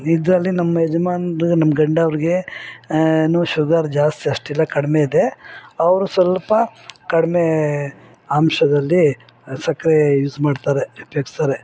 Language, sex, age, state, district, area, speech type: Kannada, female, 60+, Karnataka, Bangalore Urban, rural, spontaneous